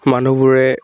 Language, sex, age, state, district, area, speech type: Assamese, male, 18-30, Assam, Udalguri, rural, spontaneous